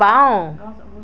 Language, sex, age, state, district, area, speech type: Assamese, female, 60+, Assam, Dibrugarh, rural, read